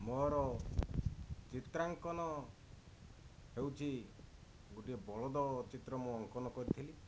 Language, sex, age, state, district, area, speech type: Odia, male, 60+, Odisha, Kandhamal, rural, spontaneous